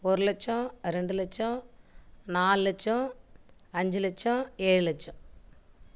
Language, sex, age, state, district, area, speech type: Tamil, female, 30-45, Tamil Nadu, Kallakurichi, rural, spontaneous